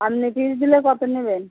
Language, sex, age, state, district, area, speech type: Bengali, female, 45-60, West Bengal, Uttar Dinajpur, urban, conversation